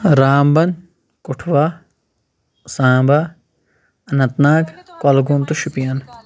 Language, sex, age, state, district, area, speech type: Kashmiri, male, 30-45, Jammu and Kashmir, Shopian, rural, spontaneous